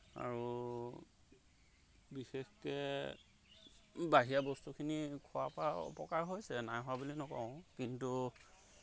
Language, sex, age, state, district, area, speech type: Assamese, male, 30-45, Assam, Golaghat, rural, spontaneous